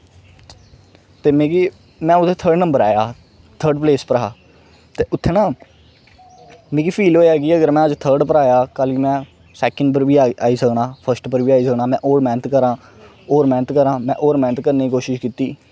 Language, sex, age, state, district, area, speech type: Dogri, male, 18-30, Jammu and Kashmir, Kathua, rural, spontaneous